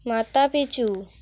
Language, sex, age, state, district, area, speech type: Bengali, female, 18-30, West Bengal, Dakshin Dinajpur, urban, read